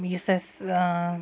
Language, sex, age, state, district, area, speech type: Kashmiri, female, 30-45, Jammu and Kashmir, Budgam, rural, spontaneous